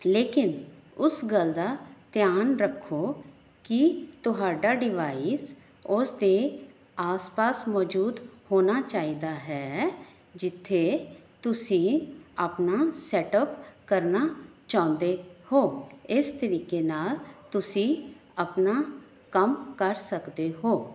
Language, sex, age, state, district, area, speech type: Punjabi, female, 45-60, Punjab, Jalandhar, urban, spontaneous